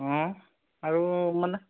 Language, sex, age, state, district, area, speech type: Assamese, male, 30-45, Assam, Dhemaji, urban, conversation